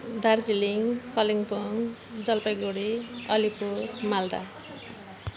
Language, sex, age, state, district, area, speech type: Nepali, female, 45-60, West Bengal, Alipurduar, urban, spontaneous